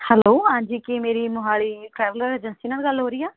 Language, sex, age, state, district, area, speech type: Punjabi, female, 18-30, Punjab, Mohali, rural, conversation